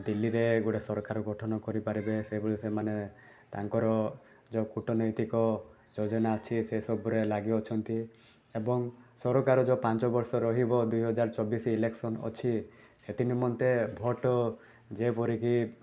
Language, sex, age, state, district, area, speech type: Odia, male, 18-30, Odisha, Rayagada, urban, spontaneous